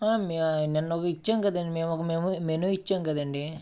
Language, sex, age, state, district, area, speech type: Telugu, male, 45-60, Andhra Pradesh, Eluru, rural, spontaneous